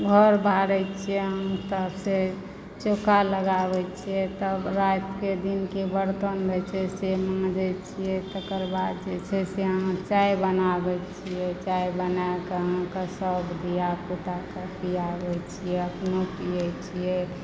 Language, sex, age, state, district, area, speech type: Maithili, female, 60+, Bihar, Supaul, urban, spontaneous